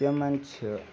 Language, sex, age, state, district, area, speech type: Kashmiri, male, 18-30, Jammu and Kashmir, Ganderbal, rural, spontaneous